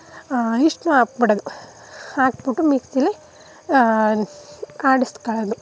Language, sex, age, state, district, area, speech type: Kannada, female, 18-30, Karnataka, Chamarajanagar, rural, spontaneous